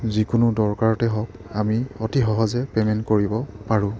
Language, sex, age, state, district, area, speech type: Assamese, male, 18-30, Assam, Lakhimpur, urban, spontaneous